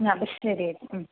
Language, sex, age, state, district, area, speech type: Malayalam, female, 45-60, Kerala, Palakkad, rural, conversation